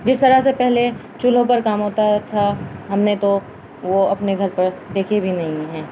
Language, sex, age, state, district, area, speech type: Urdu, female, 30-45, Uttar Pradesh, Muzaffarnagar, urban, spontaneous